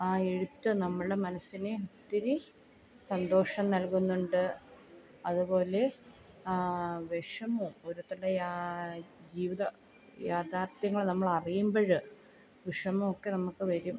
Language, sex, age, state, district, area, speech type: Malayalam, female, 30-45, Kerala, Kollam, rural, spontaneous